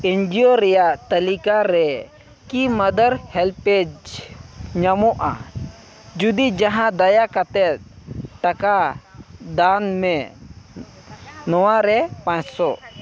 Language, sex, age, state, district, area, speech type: Santali, male, 45-60, Jharkhand, Seraikela Kharsawan, rural, read